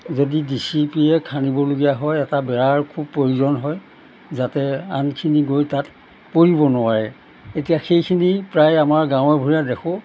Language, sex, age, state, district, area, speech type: Assamese, male, 60+, Assam, Golaghat, urban, spontaneous